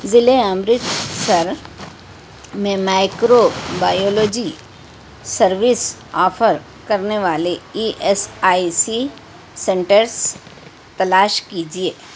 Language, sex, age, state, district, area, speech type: Urdu, female, 60+, Telangana, Hyderabad, urban, read